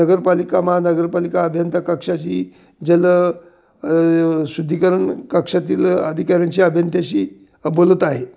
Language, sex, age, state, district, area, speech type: Marathi, male, 60+, Maharashtra, Ahmednagar, urban, spontaneous